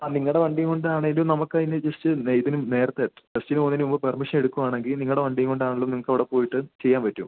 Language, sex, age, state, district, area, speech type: Malayalam, male, 18-30, Kerala, Idukki, rural, conversation